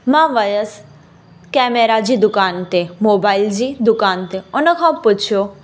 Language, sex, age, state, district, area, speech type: Sindhi, female, 18-30, Gujarat, Kutch, urban, spontaneous